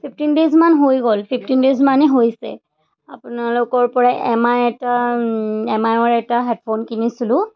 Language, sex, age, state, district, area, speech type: Assamese, female, 30-45, Assam, Charaideo, urban, spontaneous